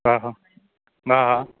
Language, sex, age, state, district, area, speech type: Sindhi, male, 45-60, Gujarat, Kutch, rural, conversation